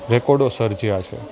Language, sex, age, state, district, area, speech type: Gujarati, male, 18-30, Gujarat, Junagadh, urban, spontaneous